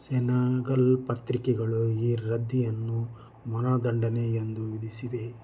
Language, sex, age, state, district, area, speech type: Kannada, male, 45-60, Karnataka, Chitradurga, rural, read